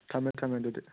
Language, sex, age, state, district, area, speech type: Manipuri, male, 18-30, Manipur, Imphal West, rural, conversation